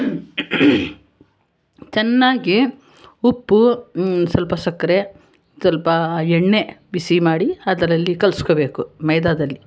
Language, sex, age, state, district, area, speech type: Kannada, female, 60+, Karnataka, Bangalore Urban, urban, spontaneous